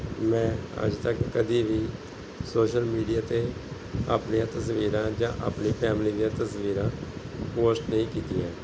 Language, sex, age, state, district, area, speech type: Punjabi, male, 45-60, Punjab, Gurdaspur, urban, spontaneous